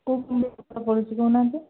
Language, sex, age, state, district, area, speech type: Odia, female, 60+, Odisha, Kandhamal, rural, conversation